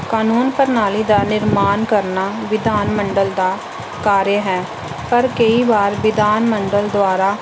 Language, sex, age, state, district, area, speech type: Punjabi, female, 30-45, Punjab, Pathankot, rural, spontaneous